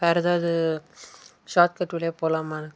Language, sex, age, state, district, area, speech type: Tamil, female, 30-45, Tamil Nadu, Chennai, urban, spontaneous